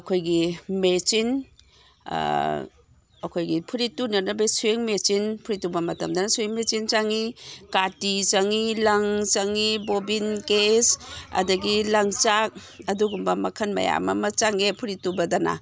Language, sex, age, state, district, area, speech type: Manipuri, female, 60+, Manipur, Imphal East, rural, spontaneous